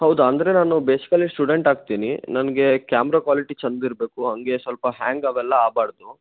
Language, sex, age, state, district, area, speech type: Kannada, male, 18-30, Karnataka, Koppal, rural, conversation